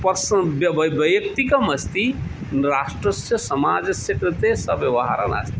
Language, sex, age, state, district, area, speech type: Sanskrit, male, 45-60, Odisha, Cuttack, rural, spontaneous